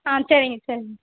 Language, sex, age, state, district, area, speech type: Tamil, female, 18-30, Tamil Nadu, Ranipet, rural, conversation